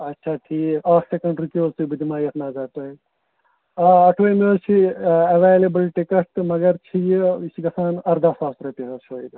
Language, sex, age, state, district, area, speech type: Kashmiri, male, 30-45, Jammu and Kashmir, Srinagar, urban, conversation